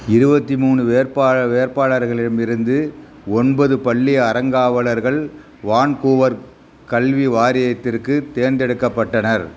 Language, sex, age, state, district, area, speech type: Tamil, male, 60+, Tamil Nadu, Ariyalur, rural, read